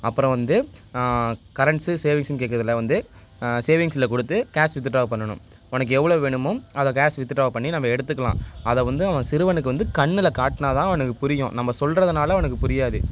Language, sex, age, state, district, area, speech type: Tamil, male, 18-30, Tamil Nadu, Nagapattinam, rural, spontaneous